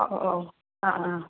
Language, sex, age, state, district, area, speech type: Malayalam, female, 45-60, Kerala, Palakkad, rural, conversation